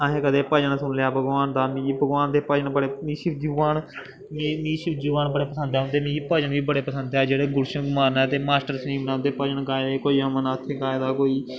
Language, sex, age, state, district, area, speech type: Dogri, male, 18-30, Jammu and Kashmir, Kathua, rural, spontaneous